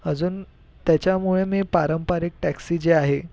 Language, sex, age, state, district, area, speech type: Marathi, male, 18-30, Maharashtra, Nagpur, urban, spontaneous